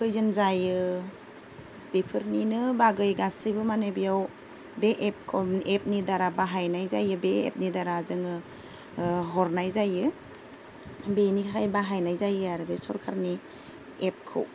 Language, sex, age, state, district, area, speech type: Bodo, female, 30-45, Assam, Goalpara, rural, spontaneous